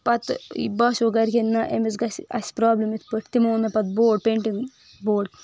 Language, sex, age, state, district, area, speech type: Kashmiri, female, 18-30, Jammu and Kashmir, Budgam, rural, spontaneous